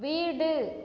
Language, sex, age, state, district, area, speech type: Tamil, female, 30-45, Tamil Nadu, Cuddalore, rural, read